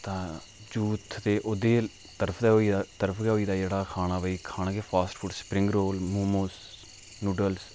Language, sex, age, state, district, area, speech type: Dogri, male, 30-45, Jammu and Kashmir, Udhampur, rural, spontaneous